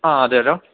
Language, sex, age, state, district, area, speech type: Malayalam, male, 18-30, Kerala, Idukki, urban, conversation